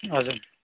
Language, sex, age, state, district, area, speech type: Nepali, male, 18-30, West Bengal, Darjeeling, rural, conversation